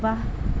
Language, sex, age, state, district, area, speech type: Assamese, female, 30-45, Assam, Nalbari, rural, read